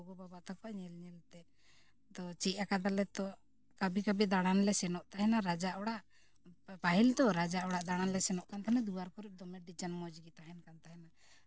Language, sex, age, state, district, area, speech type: Santali, female, 45-60, Jharkhand, Bokaro, rural, spontaneous